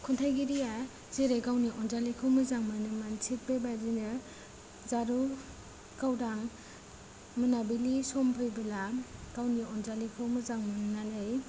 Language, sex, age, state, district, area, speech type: Bodo, female, 18-30, Assam, Kokrajhar, rural, spontaneous